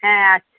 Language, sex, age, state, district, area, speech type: Bengali, female, 30-45, West Bengal, North 24 Parganas, urban, conversation